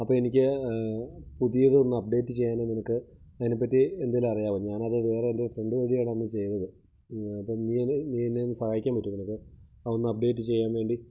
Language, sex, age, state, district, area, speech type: Malayalam, male, 30-45, Kerala, Idukki, rural, spontaneous